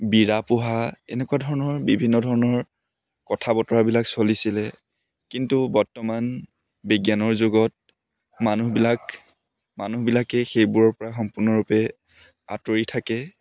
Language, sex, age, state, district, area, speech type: Assamese, male, 18-30, Assam, Dibrugarh, urban, spontaneous